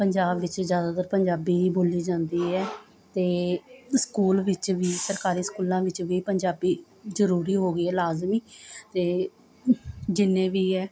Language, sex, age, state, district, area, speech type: Punjabi, female, 45-60, Punjab, Mohali, urban, spontaneous